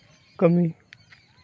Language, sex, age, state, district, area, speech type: Santali, male, 18-30, West Bengal, Purba Bardhaman, rural, spontaneous